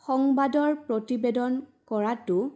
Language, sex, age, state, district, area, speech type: Assamese, female, 18-30, Assam, Udalguri, rural, spontaneous